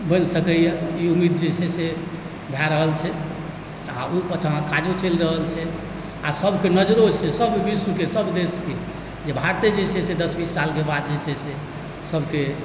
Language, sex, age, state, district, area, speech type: Maithili, male, 45-60, Bihar, Supaul, rural, spontaneous